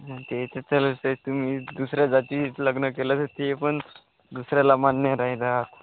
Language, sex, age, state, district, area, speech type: Marathi, male, 18-30, Maharashtra, Wardha, rural, conversation